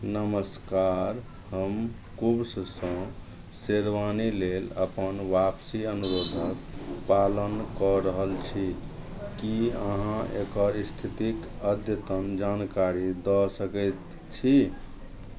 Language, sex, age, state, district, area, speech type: Maithili, male, 45-60, Bihar, Araria, rural, read